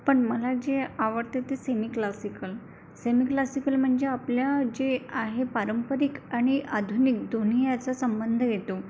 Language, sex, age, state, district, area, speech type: Marathi, female, 18-30, Maharashtra, Amravati, rural, spontaneous